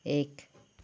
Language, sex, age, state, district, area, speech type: Odia, female, 30-45, Odisha, Ganjam, urban, read